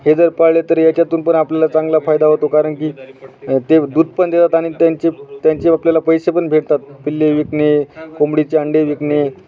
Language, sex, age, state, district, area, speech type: Marathi, male, 30-45, Maharashtra, Hingoli, urban, spontaneous